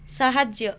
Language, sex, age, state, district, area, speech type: Odia, female, 18-30, Odisha, Koraput, urban, read